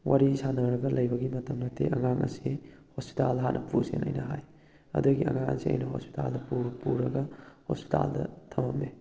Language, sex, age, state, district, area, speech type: Manipuri, male, 18-30, Manipur, Kakching, rural, spontaneous